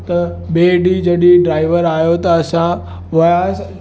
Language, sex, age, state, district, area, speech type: Sindhi, male, 18-30, Maharashtra, Mumbai Suburban, urban, spontaneous